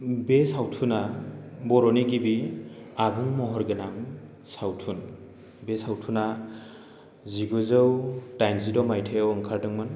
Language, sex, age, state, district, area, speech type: Bodo, male, 30-45, Assam, Baksa, urban, spontaneous